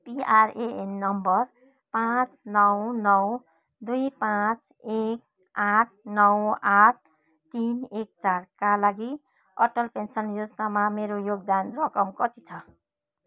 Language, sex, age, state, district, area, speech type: Nepali, female, 45-60, West Bengal, Darjeeling, rural, read